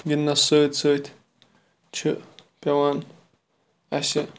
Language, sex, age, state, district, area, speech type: Kashmiri, male, 45-60, Jammu and Kashmir, Bandipora, rural, spontaneous